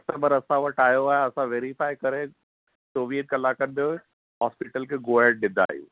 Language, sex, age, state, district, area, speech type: Sindhi, male, 45-60, Maharashtra, Thane, urban, conversation